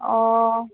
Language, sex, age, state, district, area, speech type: Assamese, female, 45-60, Assam, Nalbari, rural, conversation